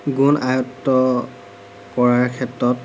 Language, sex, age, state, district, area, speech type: Assamese, male, 18-30, Assam, Lakhimpur, rural, spontaneous